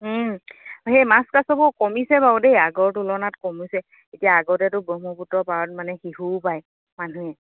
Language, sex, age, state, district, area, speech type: Assamese, female, 30-45, Assam, Dhemaji, rural, conversation